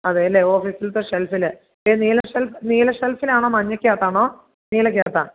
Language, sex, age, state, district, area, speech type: Malayalam, female, 30-45, Kerala, Idukki, rural, conversation